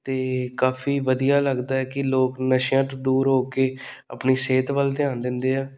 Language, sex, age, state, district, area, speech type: Punjabi, male, 18-30, Punjab, Pathankot, rural, spontaneous